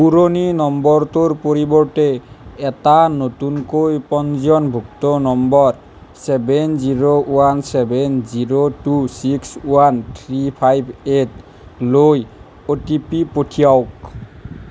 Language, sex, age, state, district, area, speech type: Assamese, male, 18-30, Assam, Nalbari, rural, read